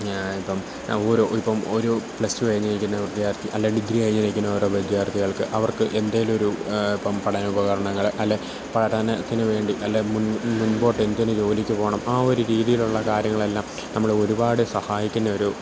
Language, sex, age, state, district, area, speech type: Malayalam, male, 18-30, Kerala, Kollam, rural, spontaneous